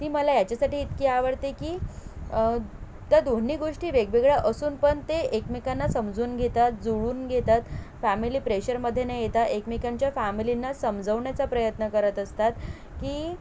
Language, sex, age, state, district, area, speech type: Marathi, female, 30-45, Maharashtra, Nagpur, urban, spontaneous